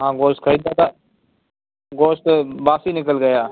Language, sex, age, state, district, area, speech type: Urdu, male, 18-30, Uttar Pradesh, Saharanpur, urban, conversation